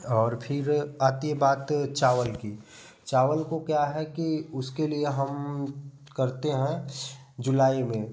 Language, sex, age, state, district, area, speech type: Hindi, male, 18-30, Uttar Pradesh, Prayagraj, rural, spontaneous